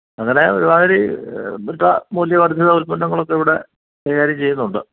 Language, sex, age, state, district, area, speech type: Malayalam, male, 60+, Kerala, Kottayam, rural, conversation